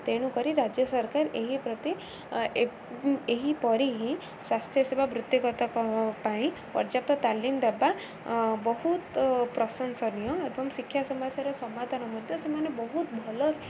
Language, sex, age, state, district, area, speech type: Odia, female, 18-30, Odisha, Ganjam, urban, spontaneous